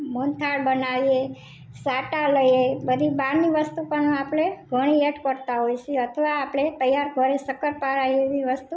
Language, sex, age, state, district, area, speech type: Gujarati, female, 45-60, Gujarat, Rajkot, rural, spontaneous